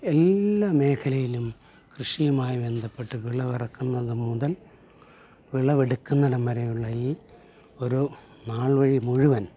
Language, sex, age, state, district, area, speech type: Malayalam, male, 45-60, Kerala, Alappuzha, urban, spontaneous